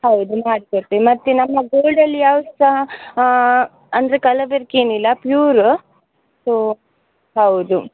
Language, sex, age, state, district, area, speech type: Kannada, female, 18-30, Karnataka, Dakshina Kannada, rural, conversation